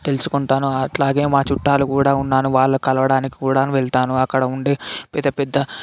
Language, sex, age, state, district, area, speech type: Telugu, male, 18-30, Telangana, Vikarabad, urban, spontaneous